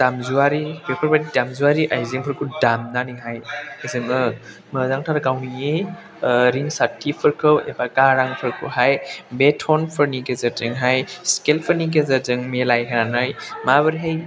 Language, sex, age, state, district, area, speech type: Bodo, male, 18-30, Assam, Chirang, rural, spontaneous